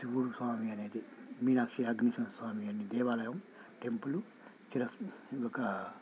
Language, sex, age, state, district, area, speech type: Telugu, male, 45-60, Telangana, Hyderabad, rural, spontaneous